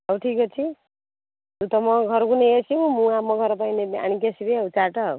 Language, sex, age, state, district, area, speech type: Odia, female, 30-45, Odisha, Nayagarh, rural, conversation